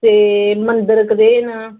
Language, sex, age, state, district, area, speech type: Dogri, female, 30-45, Jammu and Kashmir, Udhampur, urban, conversation